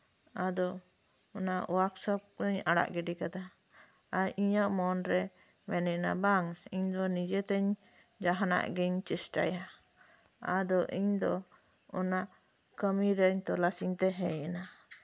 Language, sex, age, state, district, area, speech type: Santali, female, 30-45, West Bengal, Birbhum, rural, spontaneous